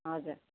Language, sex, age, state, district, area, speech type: Nepali, female, 60+, West Bengal, Kalimpong, rural, conversation